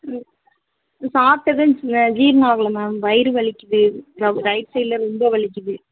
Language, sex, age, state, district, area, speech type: Tamil, female, 30-45, Tamil Nadu, Chennai, urban, conversation